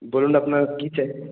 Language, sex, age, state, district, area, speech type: Bengali, male, 18-30, West Bengal, Purulia, urban, conversation